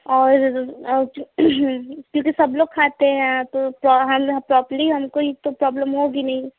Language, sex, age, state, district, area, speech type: Hindi, female, 18-30, Uttar Pradesh, Chandauli, urban, conversation